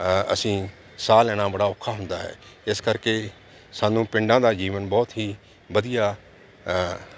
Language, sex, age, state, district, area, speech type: Punjabi, male, 45-60, Punjab, Jalandhar, urban, spontaneous